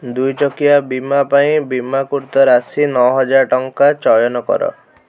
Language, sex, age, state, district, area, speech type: Odia, male, 18-30, Odisha, Cuttack, urban, read